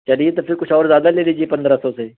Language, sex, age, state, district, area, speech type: Urdu, male, 18-30, Delhi, East Delhi, urban, conversation